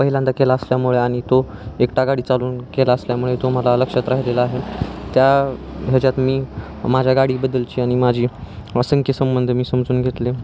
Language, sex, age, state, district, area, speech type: Marathi, male, 18-30, Maharashtra, Osmanabad, rural, spontaneous